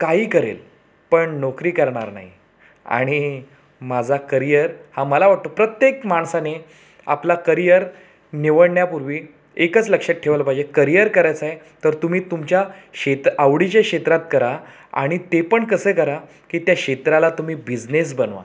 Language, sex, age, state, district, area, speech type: Marathi, male, 30-45, Maharashtra, Raigad, rural, spontaneous